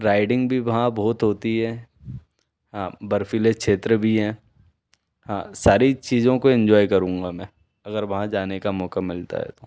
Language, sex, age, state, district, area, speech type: Hindi, male, 18-30, Madhya Pradesh, Bhopal, urban, spontaneous